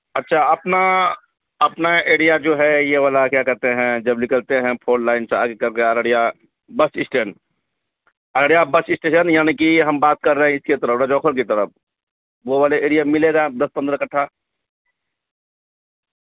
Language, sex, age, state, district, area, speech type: Urdu, male, 30-45, Bihar, Araria, rural, conversation